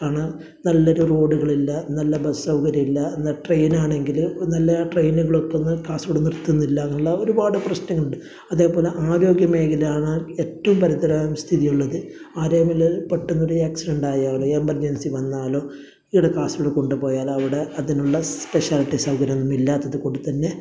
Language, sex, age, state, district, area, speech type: Malayalam, male, 30-45, Kerala, Kasaragod, rural, spontaneous